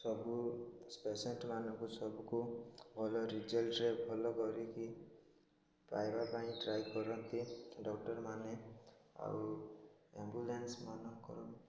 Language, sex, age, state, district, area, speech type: Odia, male, 18-30, Odisha, Koraput, urban, spontaneous